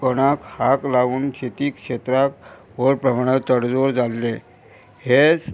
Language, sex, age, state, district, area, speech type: Goan Konkani, male, 45-60, Goa, Murmgao, rural, spontaneous